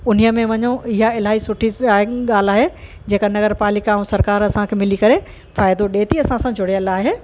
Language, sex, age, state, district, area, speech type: Sindhi, female, 45-60, Uttar Pradesh, Lucknow, urban, spontaneous